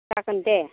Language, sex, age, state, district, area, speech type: Bodo, female, 45-60, Assam, Chirang, rural, conversation